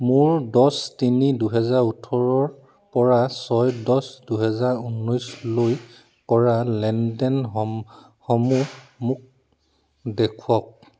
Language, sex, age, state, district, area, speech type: Assamese, male, 45-60, Assam, Charaideo, urban, read